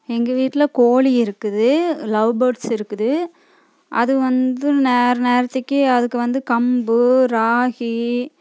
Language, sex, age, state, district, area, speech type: Tamil, female, 30-45, Tamil Nadu, Coimbatore, rural, spontaneous